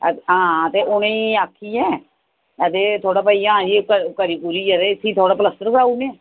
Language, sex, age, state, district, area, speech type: Dogri, female, 45-60, Jammu and Kashmir, Reasi, urban, conversation